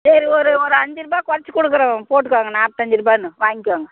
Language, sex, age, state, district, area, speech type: Tamil, female, 45-60, Tamil Nadu, Tirupattur, rural, conversation